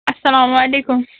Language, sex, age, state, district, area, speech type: Kashmiri, female, 30-45, Jammu and Kashmir, Bandipora, rural, conversation